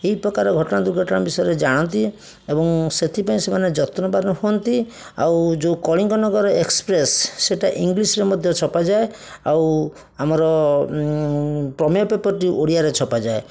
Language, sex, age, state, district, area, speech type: Odia, male, 60+, Odisha, Jajpur, rural, spontaneous